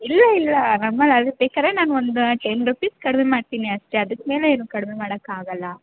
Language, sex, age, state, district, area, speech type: Kannada, female, 18-30, Karnataka, Bangalore Urban, urban, conversation